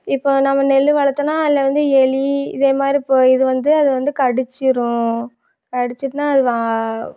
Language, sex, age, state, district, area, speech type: Tamil, female, 18-30, Tamil Nadu, Thoothukudi, urban, spontaneous